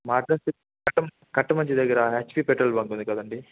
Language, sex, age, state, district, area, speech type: Telugu, male, 18-30, Andhra Pradesh, Chittoor, rural, conversation